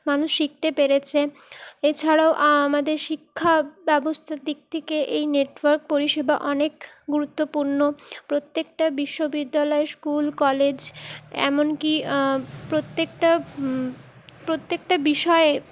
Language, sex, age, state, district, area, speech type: Bengali, female, 30-45, West Bengal, Purulia, urban, spontaneous